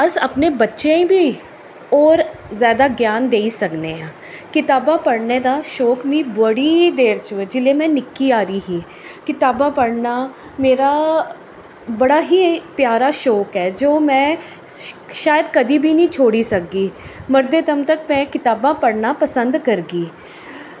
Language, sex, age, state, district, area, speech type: Dogri, female, 45-60, Jammu and Kashmir, Jammu, urban, spontaneous